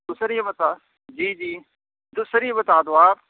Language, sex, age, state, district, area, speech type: Urdu, male, 18-30, Uttar Pradesh, Saharanpur, urban, conversation